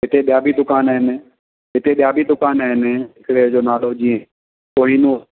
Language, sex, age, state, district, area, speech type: Sindhi, male, 60+, Maharashtra, Thane, urban, conversation